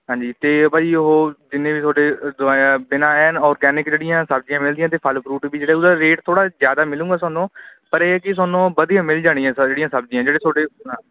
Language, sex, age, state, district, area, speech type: Punjabi, male, 30-45, Punjab, Kapurthala, urban, conversation